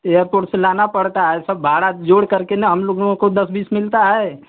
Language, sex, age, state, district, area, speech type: Hindi, male, 45-60, Uttar Pradesh, Mau, urban, conversation